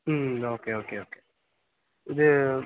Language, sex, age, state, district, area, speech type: Tamil, male, 18-30, Tamil Nadu, Tiruchirappalli, rural, conversation